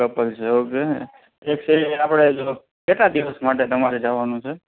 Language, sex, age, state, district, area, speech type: Gujarati, male, 18-30, Gujarat, Morbi, urban, conversation